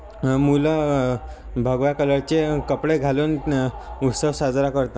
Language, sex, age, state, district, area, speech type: Marathi, male, 18-30, Maharashtra, Amravati, rural, spontaneous